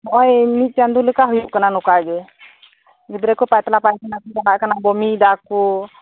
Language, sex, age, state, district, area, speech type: Santali, female, 18-30, West Bengal, Birbhum, rural, conversation